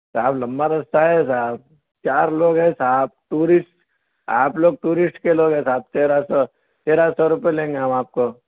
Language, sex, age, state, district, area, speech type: Urdu, male, 18-30, Telangana, Hyderabad, urban, conversation